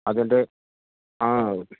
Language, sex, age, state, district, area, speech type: Malayalam, male, 45-60, Kerala, Idukki, rural, conversation